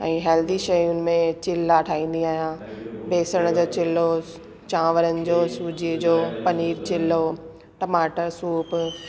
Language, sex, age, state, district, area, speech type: Sindhi, female, 30-45, Delhi, South Delhi, urban, spontaneous